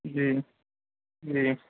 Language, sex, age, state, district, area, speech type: Urdu, male, 18-30, Delhi, South Delhi, urban, conversation